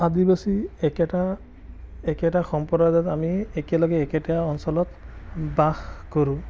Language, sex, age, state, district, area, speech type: Assamese, male, 30-45, Assam, Biswanath, rural, spontaneous